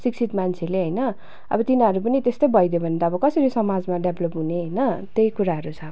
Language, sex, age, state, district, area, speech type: Nepali, female, 30-45, West Bengal, Darjeeling, rural, spontaneous